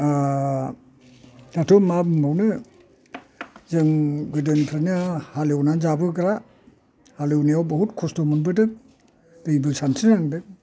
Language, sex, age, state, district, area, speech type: Bodo, male, 60+, Assam, Chirang, rural, spontaneous